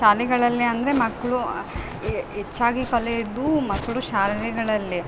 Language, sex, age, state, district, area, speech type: Kannada, female, 18-30, Karnataka, Bellary, rural, spontaneous